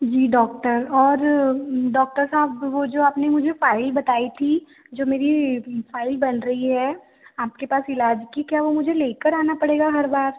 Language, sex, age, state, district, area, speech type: Hindi, female, 18-30, Madhya Pradesh, Betul, rural, conversation